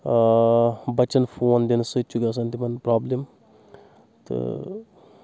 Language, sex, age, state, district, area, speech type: Kashmiri, male, 18-30, Jammu and Kashmir, Anantnag, rural, spontaneous